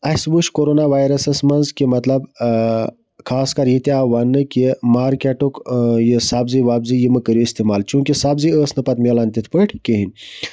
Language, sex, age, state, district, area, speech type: Kashmiri, male, 30-45, Jammu and Kashmir, Budgam, rural, spontaneous